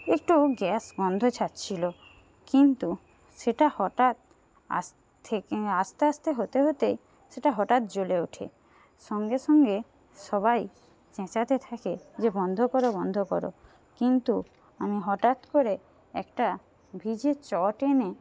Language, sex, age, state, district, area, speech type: Bengali, female, 60+, West Bengal, Paschim Medinipur, rural, spontaneous